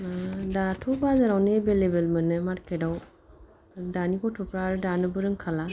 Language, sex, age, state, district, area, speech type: Bodo, female, 45-60, Assam, Kokrajhar, rural, spontaneous